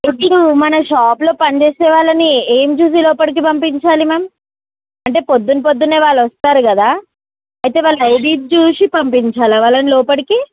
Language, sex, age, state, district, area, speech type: Telugu, female, 18-30, Telangana, Karimnagar, urban, conversation